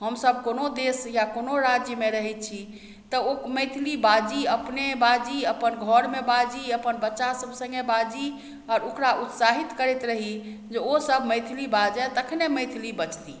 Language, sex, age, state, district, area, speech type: Maithili, female, 45-60, Bihar, Madhubani, rural, spontaneous